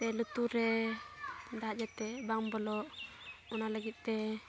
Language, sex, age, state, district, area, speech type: Santali, female, 18-30, West Bengal, Dakshin Dinajpur, rural, spontaneous